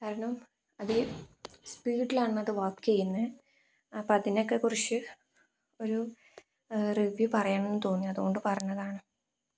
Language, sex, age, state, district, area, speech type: Malayalam, female, 18-30, Kerala, Kozhikode, rural, spontaneous